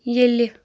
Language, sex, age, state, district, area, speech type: Kashmiri, female, 30-45, Jammu and Kashmir, Anantnag, rural, read